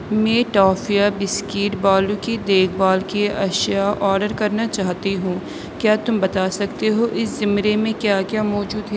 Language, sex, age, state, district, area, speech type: Urdu, female, 18-30, Uttar Pradesh, Aligarh, urban, read